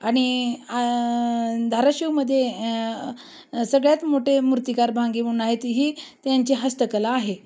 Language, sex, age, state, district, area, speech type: Marathi, female, 30-45, Maharashtra, Osmanabad, rural, spontaneous